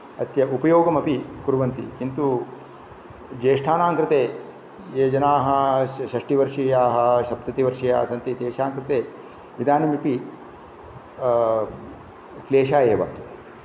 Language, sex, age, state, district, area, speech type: Sanskrit, male, 45-60, Kerala, Kasaragod, urban, spontaneous